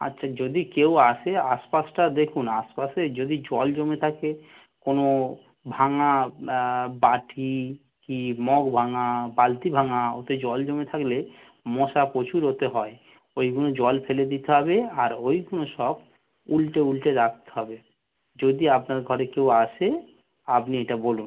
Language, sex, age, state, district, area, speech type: Bengali, male, 45-60, West Bengal, North 24 Parganas, urban, conversation